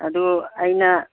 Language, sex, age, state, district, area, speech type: Manipuri, female, 60+, Manipur, Churachandpur, urban, conversation